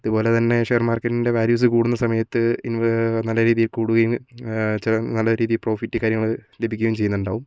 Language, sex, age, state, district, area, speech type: Malayalam, male, 18-30, Kerala, Wayanad, rural, spontaneous